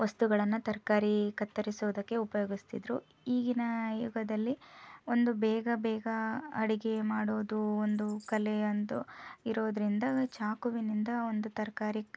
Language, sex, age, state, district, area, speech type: Kannada, female, 30-45, Karnataka, Shimoga, rural, spontaneous